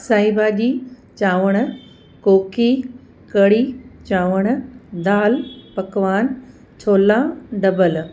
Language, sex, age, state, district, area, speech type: Sindhi, female, 30-45, Gujarat, Kutch, rural, spontaneous